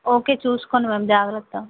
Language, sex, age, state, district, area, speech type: Telugu, female, 18-30, Telangana, Medchal, urban, conversation